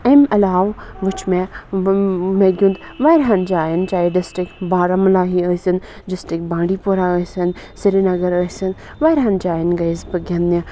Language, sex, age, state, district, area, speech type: Kashmiri, female, 18-30, Jammu and Kashmir, Anantnag, rural, spontaneous